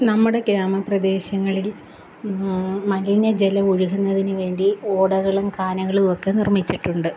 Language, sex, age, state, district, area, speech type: Malayalam, female, 30-45, Kerala, Kollam, rural, spontaneous